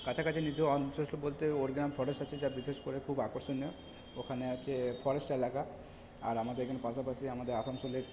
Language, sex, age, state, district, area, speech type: Bengali, male, 30-45, West Bengal, Purba Bardhaman, rural, spontaneous